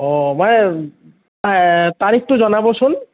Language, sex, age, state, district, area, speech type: Assamese, male, 30-45, Assam, Kamrup Metropolitan, urban, conversation